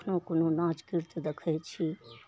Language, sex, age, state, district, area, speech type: Maithili, female, 60+, Bihar, Araria, rural, spontaneous